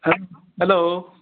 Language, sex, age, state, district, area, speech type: Assamese, male, 60+, Assam, Charaideo, urban, conversation